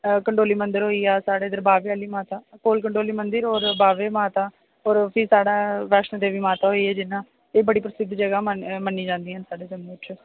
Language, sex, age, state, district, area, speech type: Dogri, female, 18-30, Jammu and Kashmir, Jammu, rural, conversation